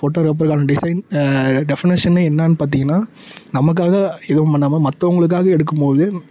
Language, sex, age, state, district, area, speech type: Tamil, male, 30-45, Tamil Nadu, Tiruvannamalai, rural, spontaneous